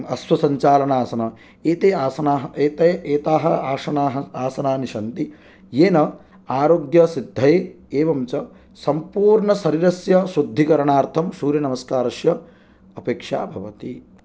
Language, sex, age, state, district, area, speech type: Sanskrit, male, 18-30, Odisha, Jagatsinghpur, urban, spontaneous